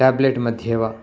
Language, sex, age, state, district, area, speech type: Sanskrit, male, 60+, Telangana, Karimnagar, urban, spontaneous